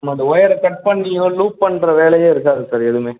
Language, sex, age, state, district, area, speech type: Tamil, male, 30-45, Tamil Nadu, Pudukkottai, rural, conversation